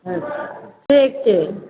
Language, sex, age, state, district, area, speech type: Maithili, female, 30-45, Bihar, Darbhanga, rural, conversation